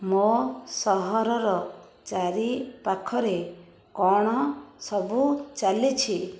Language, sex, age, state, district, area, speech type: Odia, female, 60+, Odisha, Khordha, rural, read